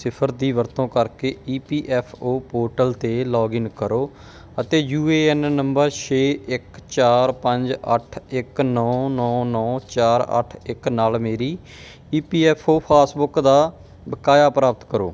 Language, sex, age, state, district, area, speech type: Punjabi, male, 30-45, Punjab, Bathinda, rural, read